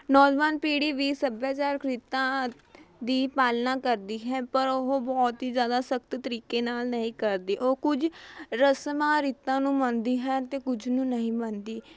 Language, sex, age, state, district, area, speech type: Punjabi, female, 18-30, Punjab, Mohali, rural, spontaneous